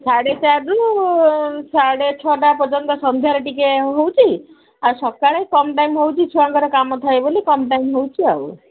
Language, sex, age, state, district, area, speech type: Odia, female, 60+, Odisha, Gajapati, rural, conversation